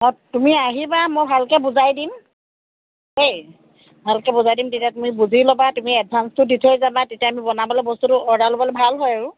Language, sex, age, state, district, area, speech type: Assamese, female, 30-45, Assam, Sivasagar, rural, conversation